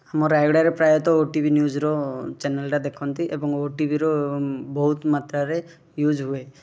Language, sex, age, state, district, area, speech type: Odia, male, 18-30, Odisha, Rayagada, rural, spontaneous